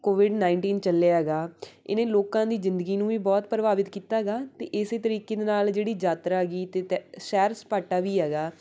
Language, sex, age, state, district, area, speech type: Punjabi, female, 18-30, Punjab, Patiala, urban, spontaneous